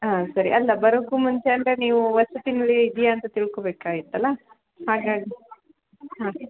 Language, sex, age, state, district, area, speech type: Kannada, female, 30-45, Karnataka, Shimoga, rural, conversation